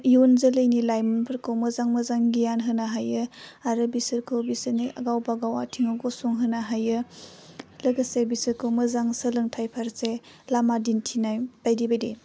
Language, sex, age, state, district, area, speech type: Bodo, female, 18-30, Assam, Udalguri, urban, spontaneous